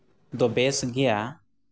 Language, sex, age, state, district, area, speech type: Santali, male, 18-30, Jharkhand, East Singhbhum, rural, spontaneous